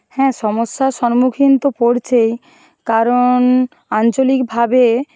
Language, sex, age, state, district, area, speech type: Bengali, female, 45-60, West Bengal, Nadia, rural, spontaneous